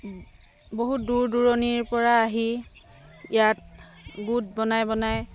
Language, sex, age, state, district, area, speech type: Assamese, female, 30-45, Assam, Sivasagar, rural, spontaneous